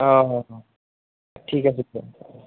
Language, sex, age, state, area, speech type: Assamese, male, 18-30, Assam, rural, conversation